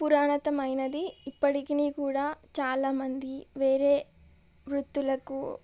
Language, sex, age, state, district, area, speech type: Telugu, female, 18-30, Telangana, Medak, urban, spontaneous